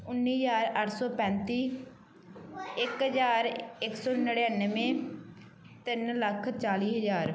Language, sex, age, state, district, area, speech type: Punjabi, female, 18-30, Punjab, Bathinda, rural, spontaneous